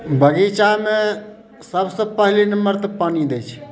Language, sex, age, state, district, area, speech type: Maithili, male, 60+, Bihar, Samastipur, urban, spontaneous